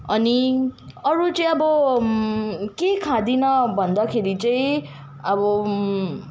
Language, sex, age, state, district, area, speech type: Nepali, female, 18-30, West Bengal, Kalimpong, rural, spontaneous